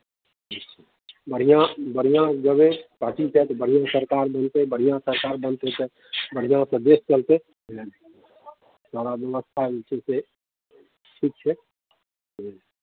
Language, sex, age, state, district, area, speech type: Maithili, male, 60+, Bihar, Madhepura, rural, conversation